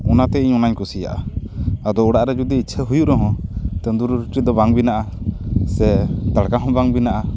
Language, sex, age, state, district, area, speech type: Santali, male, 30-45, West Bengal, Paschim Bardhaman, rural, spontaneous